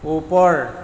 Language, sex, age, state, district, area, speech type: Assamese, male, 45-60, Assam, Tinsukia, rural, read